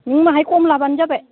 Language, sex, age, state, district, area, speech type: Bodo, female, 45-60, Assam, Udalguri, rural, conversation